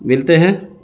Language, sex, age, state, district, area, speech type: Urdu, male, 60+, Bihar, Gaya, urban, spontaneous